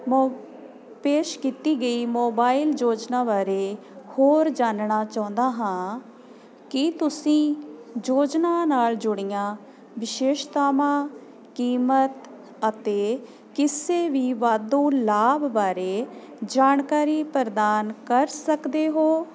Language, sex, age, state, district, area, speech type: Punjabi, female, 45-60, Punjab, Jalandhar, urban, read